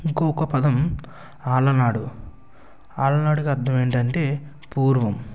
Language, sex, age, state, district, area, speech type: Telugu, male, 60+, Andhra Pradesh, Eluru, rural, spontaneous